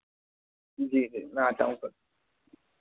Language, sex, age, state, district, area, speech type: Hindi, male, 30-45, Madhya Pradesh, Harda, urban, conversation